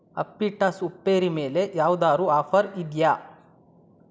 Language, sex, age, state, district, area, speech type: Kannada, male, 30-45, Karnataka, Chitradurga, rural, read